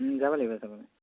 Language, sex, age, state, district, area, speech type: Assamese, male, 30-45, Assam, Majuli, urban, conversation